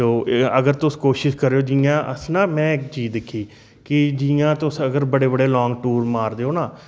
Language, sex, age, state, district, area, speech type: Dogri, male, 30-45, Jammu and Kashmir, Reasi, urban, spontaneous